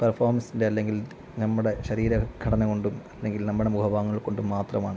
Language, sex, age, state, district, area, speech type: Malayalam, male, 30-45, Kerala, Pathanamthitta, rural, spontaneous